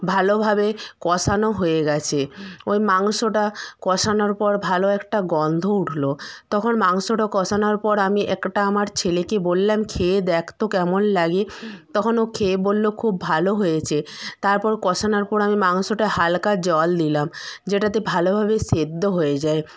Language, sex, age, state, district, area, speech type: Bengali, female, 30-45, West Bengal, Purba Medinipur, rural, spontaneous